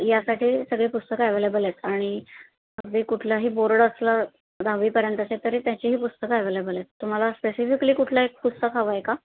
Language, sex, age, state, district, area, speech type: Marathi, female, 45-60, Maharashtra, Thane, rural, conversation